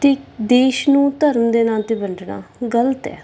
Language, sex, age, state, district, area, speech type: Punjabi, female, 30-45, Punjab, Mansa, urban, spontaneous